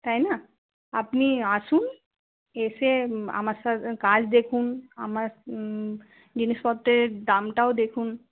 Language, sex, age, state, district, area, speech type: Bengali, female, 30-45, West Bengal, Paschim Bardhaman, urban, conversation